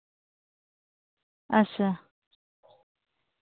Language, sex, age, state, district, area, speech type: Dogri, female, 30-45, Jammu and Kashmir, Jammu, rural, conversation